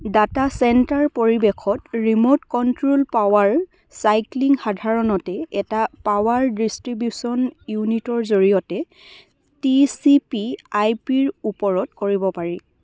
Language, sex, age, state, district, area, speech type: Assamese, female, 30-45, Assam, Dibrugarh, rural, read